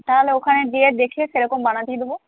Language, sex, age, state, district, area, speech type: Bengali, female, 30-45, West Bengal, Purba Bardhaman, urban, conversation